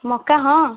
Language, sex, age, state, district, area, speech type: Odia, female, 18-30, Odisha, Kendujhar, urban, conversation